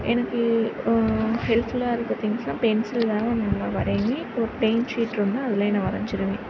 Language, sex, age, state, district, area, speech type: Tamil, female, 18-30, Tamil Nadu, Sivaganga, rural, spontaneous